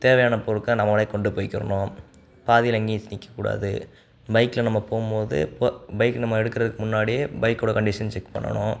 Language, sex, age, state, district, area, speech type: Tamil, male, 18-30, Tamil Nadu, Sivaganga, rural, spontaneous